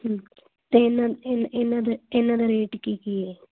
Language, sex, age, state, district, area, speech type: Punjabi, female, 18-30, Punjab, Fazilka, rural, conversation